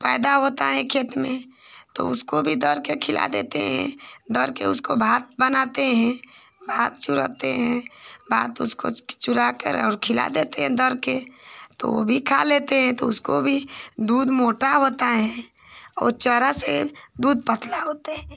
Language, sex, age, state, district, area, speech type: Hindi, female, 45-60, Uttar Pradesh, Ghazipur, rural, spontaneous